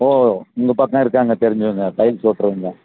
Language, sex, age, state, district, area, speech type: Tamil, male, 60+, Tamil Nadu, Krishnagiri, rural, conversation